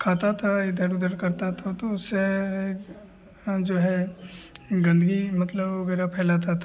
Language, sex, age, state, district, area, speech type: Hindi, male, 18-30, Bihar, Madhepura, rural, spontaneous